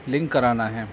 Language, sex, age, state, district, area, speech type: Urdu, male, 45-60, Delhi, North East Delhi, urban, spontaneous